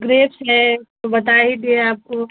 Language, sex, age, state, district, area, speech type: Hindi, female, 30-45, Uttar Pradesh, Chandauli, rural, conversation